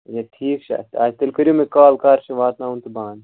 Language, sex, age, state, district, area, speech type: Kashmiri, male, 18-30, Jammu and Kashmir, Baramulla, rural, conversation